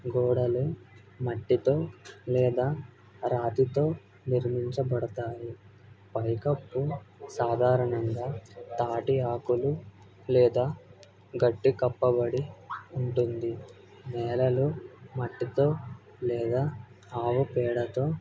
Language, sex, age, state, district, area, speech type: Telugu, male, 18-30, Andhra Pradesh, Kadapa, rural, spontaneous